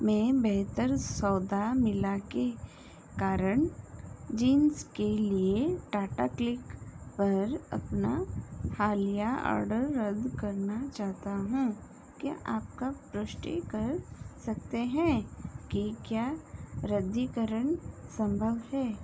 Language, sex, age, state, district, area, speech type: Hindi, female, 45-60, Madhya Pradesh, Chhindwara, rural, read